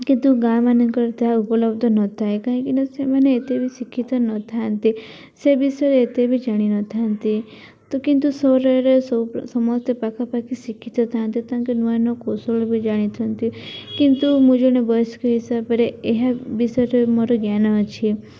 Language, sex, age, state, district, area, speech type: Odia, female, 18-30, Odisha, Nabarangpur, urban, spontaneous